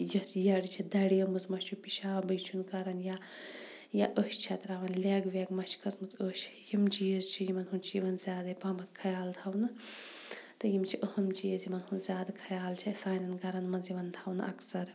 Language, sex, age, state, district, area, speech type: Kashmiri, female, 30-45, Jammu and Kashmir, Shopian, rural, spontaneous